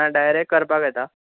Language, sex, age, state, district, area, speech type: Goan Konkani, male, 18-30, Goa, Bardez, urban, conversation